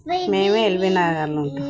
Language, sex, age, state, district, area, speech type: Telugu, female, 45-60, Telangana, Jagtial, rural, spontaneous